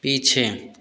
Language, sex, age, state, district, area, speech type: Hindi, male, 30-45, Bihar, Begusarai, rural, read